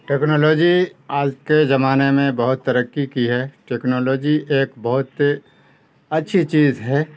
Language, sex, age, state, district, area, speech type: Urdu, male, 60+, Bihar, Khagaria, rural, spontaneous